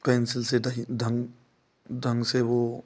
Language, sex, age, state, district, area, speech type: Hindi, male, 30-45, Rajasthan, Bharatpur, rural, spontaneous